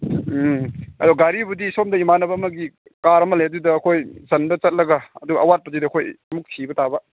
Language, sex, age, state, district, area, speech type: Manipuri, male, 45-60, Manipur, Ukhrul, rural, conversation